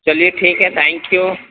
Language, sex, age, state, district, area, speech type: Urdu, male, 30-45, Uttar Pradesh, Gautam Buddha Nagar, rural, conversation